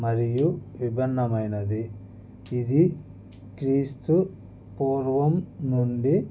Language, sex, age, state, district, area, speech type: Telugu, male, 30-45, Andhra Pradesh, Annamaya, rural, spontaneous